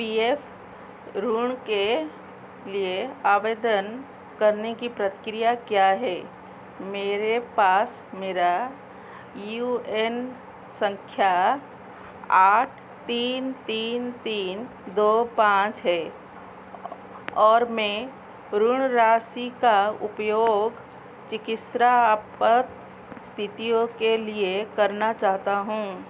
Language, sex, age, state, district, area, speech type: Hindi, female, 45-60, Madhya Pradesh, Chhindwara, rural, read